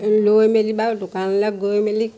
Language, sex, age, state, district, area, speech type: Assamese, female, 60+, Assam, Majuli, urban, spontaneous